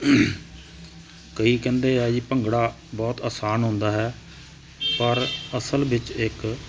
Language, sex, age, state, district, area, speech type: Punjabi, male, 45-60, Punjab, Hoshiarpur, urban, spontaneous